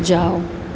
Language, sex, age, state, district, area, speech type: Hindi, female, 60+, Uttar Pradesh, Azamgarh, rural, read